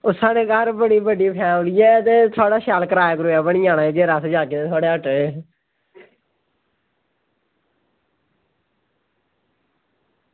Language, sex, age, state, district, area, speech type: Dogri, male, 18-30, Jammu and Kashmir, Samba, rural, conversation